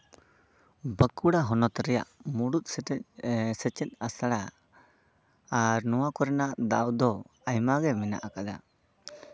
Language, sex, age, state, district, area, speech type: Santali, male, 18-30, West Bengal, Bankura, rural, spontaneous